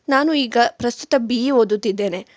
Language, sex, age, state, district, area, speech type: Kannada, female, 18-30, Karnataka, Kolar, rural, spontaneous